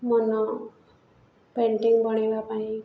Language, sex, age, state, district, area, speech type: Odia, female, 18-30, Odisha, Sundergarh, urban, spontaneous